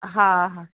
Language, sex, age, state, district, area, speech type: Sindhi, female, 30-45, Uttar Pradesh, Lucknow, urban, conversation